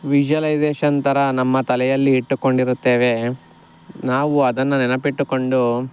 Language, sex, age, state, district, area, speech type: Kannada, male, 45-60, Karnataka, Bangalore Rural, rural, spontaneous